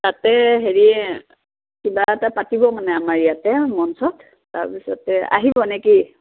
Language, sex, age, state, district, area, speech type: Assamese, female, 45-60, Assam, Biswanath, rural, conversation